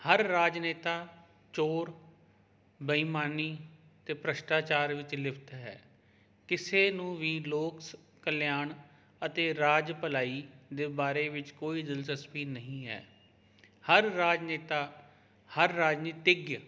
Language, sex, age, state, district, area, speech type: Punjabi, male, 30-45, Punjab, Jalandhar, urban, spontaneous